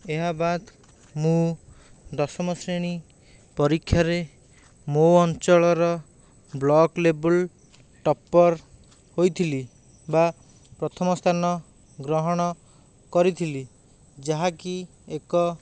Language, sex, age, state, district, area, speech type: Odia, male, 45-60, Odisha, Khordha, rural, spontaneous